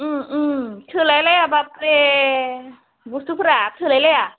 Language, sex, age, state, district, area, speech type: Bodo, female, 30-45, Assam, Udalguri, urban, conversation